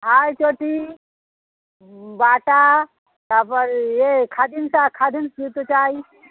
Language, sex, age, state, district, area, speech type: Bengali, female, 60+, West Bengal, Hooghly, rural, conversation